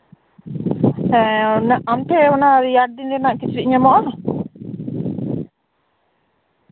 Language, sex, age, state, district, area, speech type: Santali, female, 30-45, West Bengal, Birbhum, rural, conversation